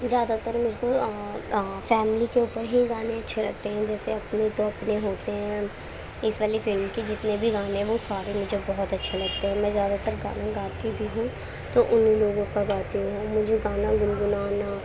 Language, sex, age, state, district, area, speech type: Urdu, female, 18-30, Uttar Pradesh, Gautam Buddha Nagar, urban, spontaneous